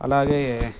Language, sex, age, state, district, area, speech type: Telugu, male, 18-30, Telangana, Nirmal, rural, spontaneous